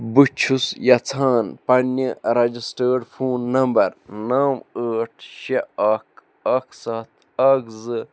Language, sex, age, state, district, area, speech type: Kashmiri, male, 18-30, Jammu and Kashmir, Bandipora, rural, read